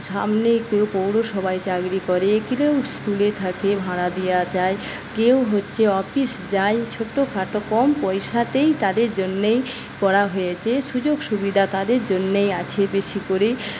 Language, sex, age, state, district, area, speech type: Bengali, female, 30-45, West Bengal, Paschim Medinipur, rural, spontaneous